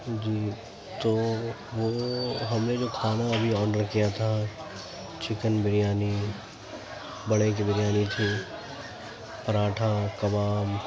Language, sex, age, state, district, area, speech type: Urdu, male, 18-30, Uttar Pradesh, Gautam Buddha Nagar, rural, spontaneous